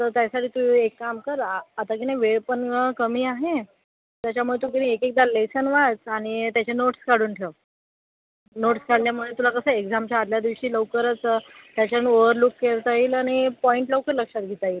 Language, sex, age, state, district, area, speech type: Marathi, female, 60+, Maharashtra, Yavatmal, rural, conversation